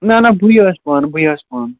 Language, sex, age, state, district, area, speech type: Kashmiri, male, 45-60, Jammu and Kashmir, Srinagar, urban, conversation